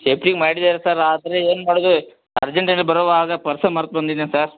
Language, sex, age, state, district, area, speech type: Kannada, male, 30-45, Karnataka, Belgaum, rural, conversation